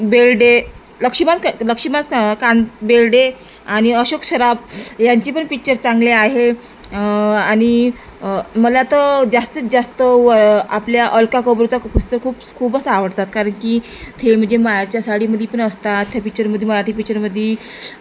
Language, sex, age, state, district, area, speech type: Marathi, female, 30-45, Maharashtra, Nagpur, rural, spontaneous